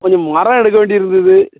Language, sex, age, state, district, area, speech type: Tamil, male, 45-60, Tamil Nadu, Thoothukudi, rural, conversation